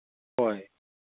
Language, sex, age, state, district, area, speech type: Manipuri, male, 60+, Manipur, Thoubal, rural, conversation